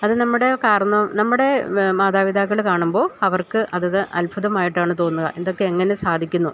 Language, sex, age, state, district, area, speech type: Malayalam, female, 60+, Kerala, Idukki, rural, spontaneous